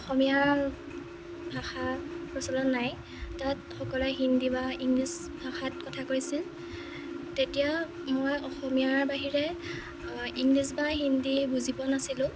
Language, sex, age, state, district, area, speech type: Assamese, female, 18-30, Assam, Jorhat, urban, spontaneous